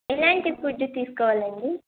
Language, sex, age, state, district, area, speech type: Telugu, female, 18-30, Andhra Pradesh, Annamaya, rural, conversation